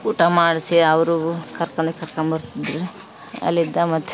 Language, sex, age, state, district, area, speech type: Kannada, female, 30-45, Karnataka, Vijayanagara, rural, spontaneous